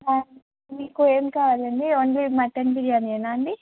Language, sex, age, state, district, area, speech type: Telugu, female, 18-30, Telangana, Vikarabad, rural, conversation